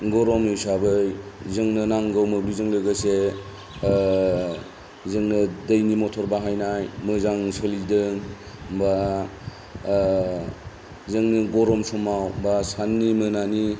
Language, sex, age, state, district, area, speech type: Bodo, male, 45-60, Assam, Kokrajhar, rural, spontaneous